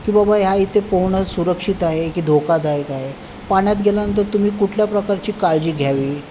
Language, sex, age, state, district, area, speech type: Marathi, male, 45-60, Maharashtra, Raigad, urban, spontaneous